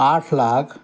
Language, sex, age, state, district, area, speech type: Marathi, male, 60+, Maharashtra, Pune, urban, spontaneous